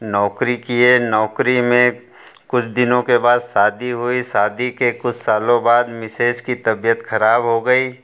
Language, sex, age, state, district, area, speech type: Hindi, male, 60+, Madhya Pradesh, Betul, rural, spontaneous